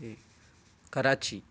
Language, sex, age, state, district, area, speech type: Sanskrit, male, 45-60, Karnataka, Bangalore Urban, urban, spontaneous